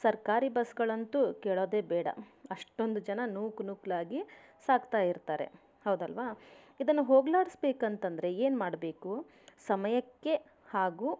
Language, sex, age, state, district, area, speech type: Kannada, female, 30-45, Karnataka, Davanagere, rural, spontaneous